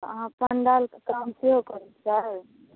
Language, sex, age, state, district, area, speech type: Maithili, female, 18-30, Bihar, Madhubani, rural, conversation